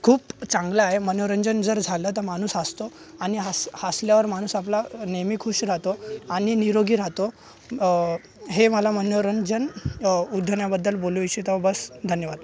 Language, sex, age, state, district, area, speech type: Marathi, male, 18-30, Maharashtra, Thane, urban, spontaneous